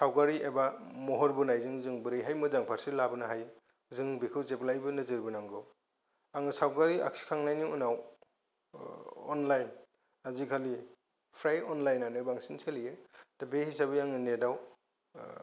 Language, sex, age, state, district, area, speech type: Bodo, male, 30-45, Assam, Kokrajhar, rural, spontaneous